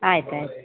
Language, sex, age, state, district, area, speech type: Kannada, female, 30-45, Karnataka, Dakshina Kannada, rural, conversation